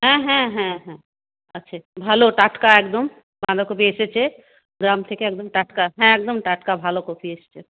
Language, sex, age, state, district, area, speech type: Bengali, female, 45-60, West Bengal, Purulia, rural, conversation